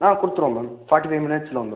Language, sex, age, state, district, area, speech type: Tamil, male, 18-30, Tamil Nadu, Ariyalur, rural, conversation